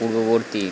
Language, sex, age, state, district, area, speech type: Bengali, male, 45-60, West Bengal, Purba Bardhaman, rural, read